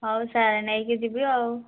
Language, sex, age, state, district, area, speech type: Odia, female, 60+, Odisha, Kandhamal, rural, conversation